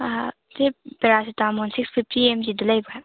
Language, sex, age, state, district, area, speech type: Manipuri, female, 18-30, Manipur, Churachandpur, rural, conversation